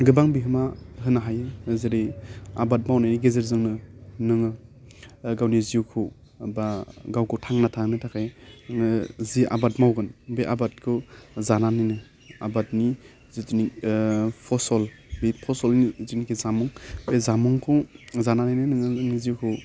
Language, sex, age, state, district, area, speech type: Bodo, male, 18-30, Assam, Baksa, urban, spontaneous